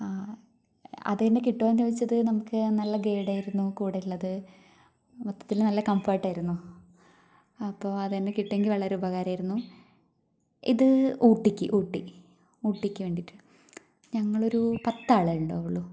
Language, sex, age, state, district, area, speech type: Malayalam, female, 18-30, Kerala, Wayanad, rural, spontaneous